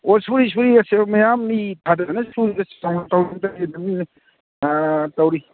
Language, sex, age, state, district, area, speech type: Manipuri, male, 60+, Manipur, Thoubal, rural, conversation